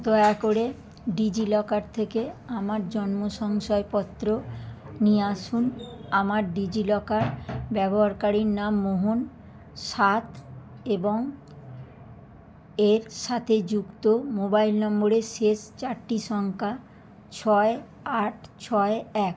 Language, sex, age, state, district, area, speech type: Bengali, female, 45-60, West Bengal, Howrah, urban, read